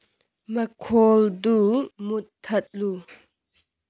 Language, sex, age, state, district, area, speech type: Manipuri, female, 18-30, Manipur, Kangpokpi, urban, read